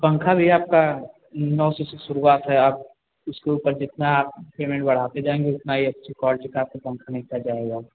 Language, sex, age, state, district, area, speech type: Hindi, male, 18-30, Uttar Pradesh, Azamgarh, rural, conversation